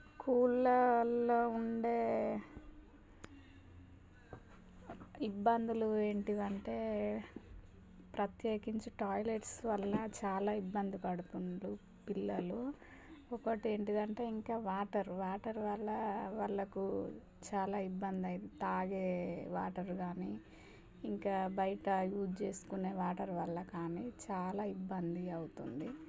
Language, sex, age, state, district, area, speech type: Telugu, female, 30-45, Telangana, Warangal, rural, spontaneous